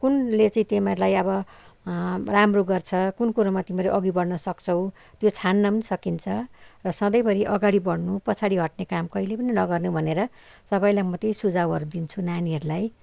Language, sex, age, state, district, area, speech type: Nepali, female, 60+, West Bengal, Kalimpong, rural, spontaneous